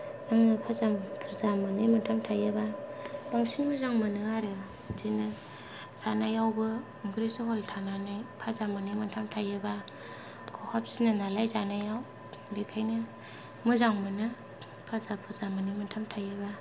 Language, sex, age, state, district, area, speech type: Bodo, female, 18-30, Assam, Kokrajhar, rural, spontaneous